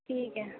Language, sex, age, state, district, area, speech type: Dogri, female, 18-30, Jammu and Kashmir, Kathua, rural, conversation